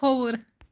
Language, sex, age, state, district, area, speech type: Kashmiri, female, 30-45, Jammu and Kashmir, Kulgam, rural, read